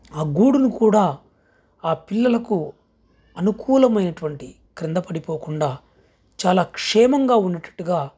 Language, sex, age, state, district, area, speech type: Telugu, male, 30-45, Andhra Pradesh, Krishna, urban, spontaneous